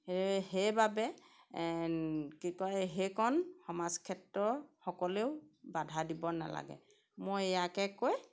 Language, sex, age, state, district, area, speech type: Assamese, female, 45-60, Assam, Golaghat, rural, spontaneous